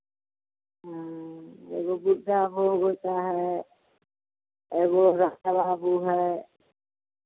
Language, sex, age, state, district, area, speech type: Hindi, female, 60+, Bihar, Vaishali, urban, conversation